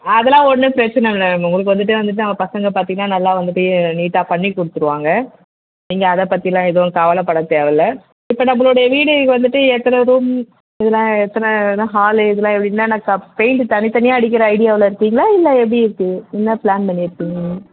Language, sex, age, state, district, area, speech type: Tamil, female, 45-60, Tamil Nadu, Kanchipuram, urban, conversation